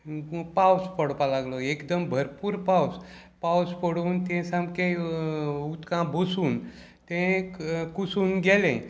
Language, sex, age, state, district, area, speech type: Goan Konkani, male, 60+, Goa, Salcete, rural, spontaneous